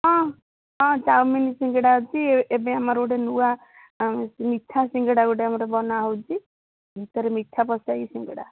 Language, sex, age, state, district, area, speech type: Odia, female, 18-30, Odisha, Bhadrak, rural, conversation